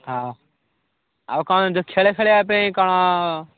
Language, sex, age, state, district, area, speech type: Odia, male, 18-30, Odisha, Ganjam, urban, conversation